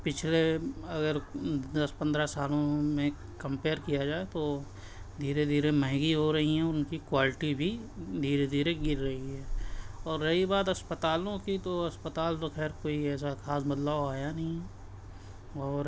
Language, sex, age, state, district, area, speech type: Urdu, male, 18-30, Uttar Pradesh, Siddharthnagar, rural, spontaneous